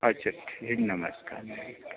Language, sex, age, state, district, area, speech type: Hindi, male, 30-45, Uttar Pradesh, Azamgarh, rural, conversation